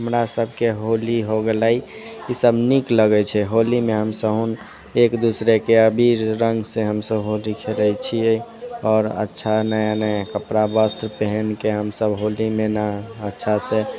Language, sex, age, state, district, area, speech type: Maithili, male, 18-30, Bihar, Sitamarhi, urban, spontaneous